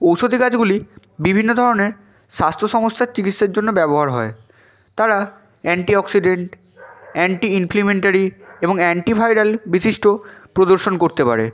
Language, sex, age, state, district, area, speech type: Bengali, male, 18-30, West Bengal, Purba Medinipur, rural, spontaneous